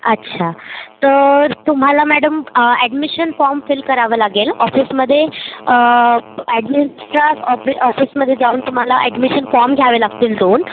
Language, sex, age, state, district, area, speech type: Marathi, female, 30-45, Maharashtra, Nagpur, rural, conversation